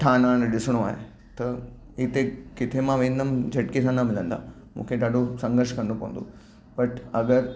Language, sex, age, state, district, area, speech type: Sindhi, male, 30-45, Maharashtra, Mumbai Suburban, urban, spontaneous